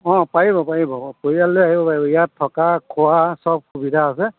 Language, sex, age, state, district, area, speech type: Assamese, male, 45-60, Assam, Majuli, rural, conversation